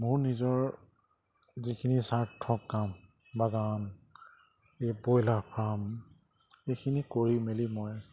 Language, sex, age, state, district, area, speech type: Assamese, male, 45-60, Assam, Charaideo, rural, spontaneous